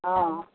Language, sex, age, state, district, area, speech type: Maithili, female, 45-60, Bihar, Samastipur, rural, conversation